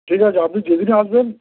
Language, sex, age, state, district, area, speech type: Bengali, male, 60+, West Bengal, Dakshin Dinajpur, rural, conversation